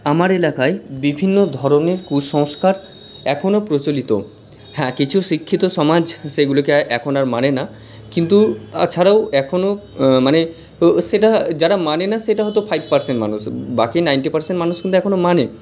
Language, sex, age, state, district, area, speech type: Bengali, male, 45-60, West Bengal, Purba Bardhaman, urban, spontaneous